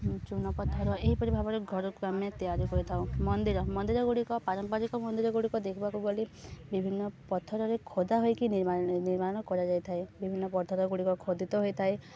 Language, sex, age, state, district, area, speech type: Odia, female, 18-30, Odisha, Subarnapur, urban, spontaneous